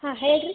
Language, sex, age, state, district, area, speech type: Kannada, female, 18-30, Karnataka, Gadag, urban, conversation